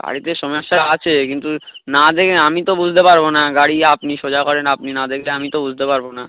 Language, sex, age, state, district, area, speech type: Bengali, male, 18-30, West Bengal, Uttar Dinajpur, urban, conversation